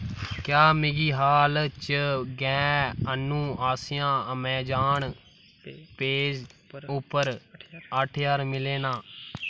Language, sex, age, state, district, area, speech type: Dogri, male, 18-30, Jammu and Kashmir, Kathua, rural, read